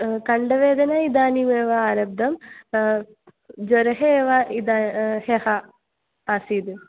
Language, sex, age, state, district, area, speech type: Sanskrit, female, 18-30, Kerala, Kannur, urban, conversation